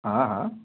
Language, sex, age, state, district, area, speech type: Hindi, male, 45-60, Uttar Pradesh, Bhadohi, urban, conversation